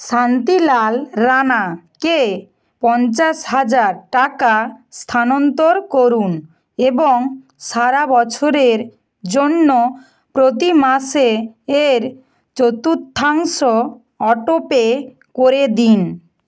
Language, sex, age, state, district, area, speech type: Bengali, female, 45-60, West Bengal, Bankura, urban, read